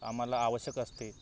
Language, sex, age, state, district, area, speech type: Marathi, male, 18-30, Maharashtra, Wardha, urban, spontaneous